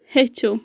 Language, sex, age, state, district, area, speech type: Kashmiri, female, 18-30, Jammu and Kashmir, Anantnag, rural, read